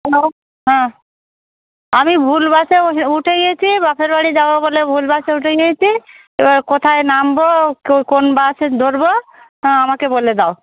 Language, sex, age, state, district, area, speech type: Bengali, female, 30-45, West Bengal, Darjeeling, urban, conversation